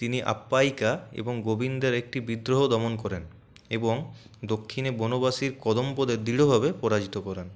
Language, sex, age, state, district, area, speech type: Bengali, male, 18-30, West Bengal, Purulia, urban, read